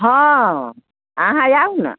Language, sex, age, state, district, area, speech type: Maithili, female, 60+, Bihar, Muzaffarpur, rural, conversation